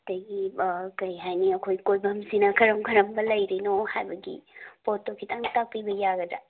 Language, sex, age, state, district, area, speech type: Manipuri, female, 30-45, Manipur, Imphal West, urban, conversation